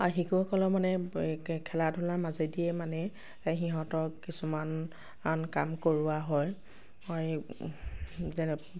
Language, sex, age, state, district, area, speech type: Assamese, female, 30-45, Assam, Nagaon, rural, spontaneous